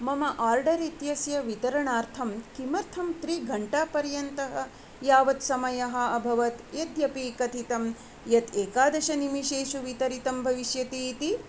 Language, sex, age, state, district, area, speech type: Sanskrit, female, 45-60, Karnataka, Shimoga, urban, read